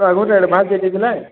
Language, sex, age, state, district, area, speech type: Odia, male, 45-60, Odisha, Bargarh, urban, conversation